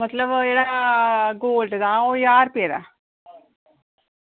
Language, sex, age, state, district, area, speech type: Dogri, female, 30-45, Jammu and Kashmir, Reasi, rural, conversation